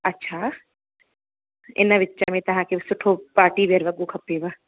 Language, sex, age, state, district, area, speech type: Sindhi, female, 30-45, Uttar Pradesh, Lucknow, urban, conversation